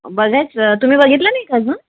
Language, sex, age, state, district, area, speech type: Marathi, female, 30-45, Maharashtra, Buldhana, urban, conversation